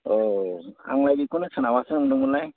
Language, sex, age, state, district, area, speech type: Bodo, male, 45-60, Assam, Udalguri, urban, conversation